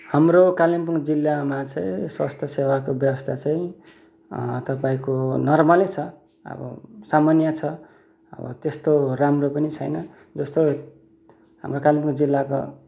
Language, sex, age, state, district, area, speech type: Nepali, male, 30-45, West Bengal, Kalimpong, rural, spontaneous